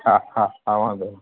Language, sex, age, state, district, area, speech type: Gujarati, male, 30-45, Gujarat, Kheda, rural, conversation